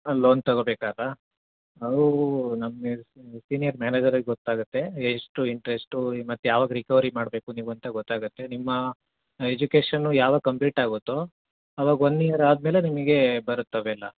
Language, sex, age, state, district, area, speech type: Kannada, male, 30-45, Karnataka, Hassan, urban, conversation